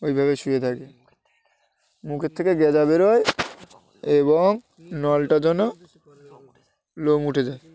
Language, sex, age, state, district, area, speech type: Bengali, male, 18-30, West Bengal, Uttar Dinajpur, urban, spontaneous